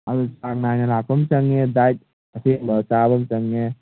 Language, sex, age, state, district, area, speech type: Manipuri, male, 18-30, Manipur, Kangpokpi, urban, conversation